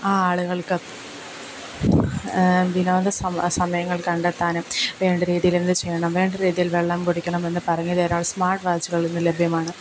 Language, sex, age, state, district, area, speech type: Malayalam, female, 18-30, Kerala, Pathanamthitta, rural, spontaneous